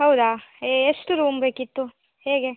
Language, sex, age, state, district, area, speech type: Kannada, female, 18-30, Karnataka, Uttara Kannada, rural, conversation